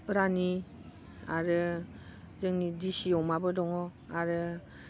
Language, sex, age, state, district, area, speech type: Bodo, female, 30-45, Assam, Baksa, rural, spontaneous